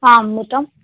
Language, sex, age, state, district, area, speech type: Telugu, female, 18-30, Telangana, Sangareddy, urban, conversation